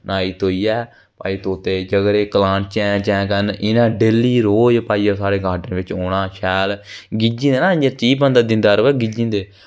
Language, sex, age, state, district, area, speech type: Dogri, male, 18-30, Jammu and Kashmir, Jammu, rural, spontaneous